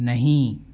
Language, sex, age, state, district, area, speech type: Hindi, male, 45-60, Madhya Pradesh, Bhopal, urban, read